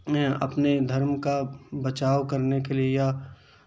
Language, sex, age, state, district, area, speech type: Urdu, male, 30-45, Delhi, Central Delhi, urban, spontaneous